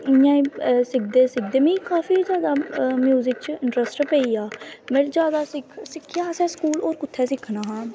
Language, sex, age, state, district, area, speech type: Dogri, female, 18-30, Jammu and Kashmir, Kathua, rural, spontaneous